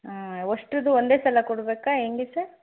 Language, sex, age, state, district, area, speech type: Kannada, female, 18-30, Karnataka, Davanagere, rural, conversation